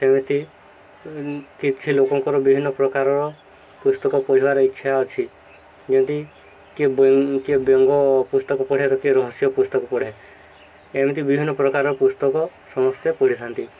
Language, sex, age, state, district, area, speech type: Odia, male, 18-30, Odisha, Subarnapur, urban, spontaneous